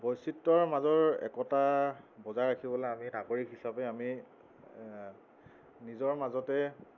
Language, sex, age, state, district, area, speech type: Assamese, male, 30-45, Assam, Tinsukia, urban, spontaneous